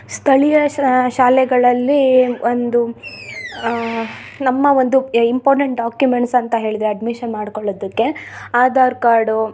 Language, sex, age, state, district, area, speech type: Kannada, female, 18-30, Karnataka, Chikkamagaluru, rural, spontaneous